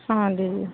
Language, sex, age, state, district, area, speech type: Odia, female, 45-60, Odisha, Sambalpur, rural, conversation